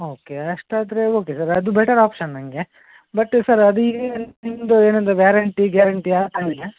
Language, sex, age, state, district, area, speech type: Kannada, male, 30-45, Karnataka, Dakshina Kannada, rural, conversation